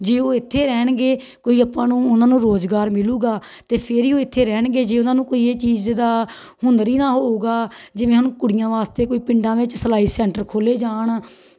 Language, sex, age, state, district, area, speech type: Punjabi, female, 30-45, Punjab, Tarn Taran, rural, spontaneous